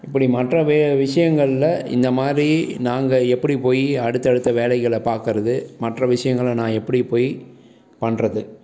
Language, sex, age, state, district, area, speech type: Tamil, male, 30-45, Tamil Nadu, Salem, urban, spontaneous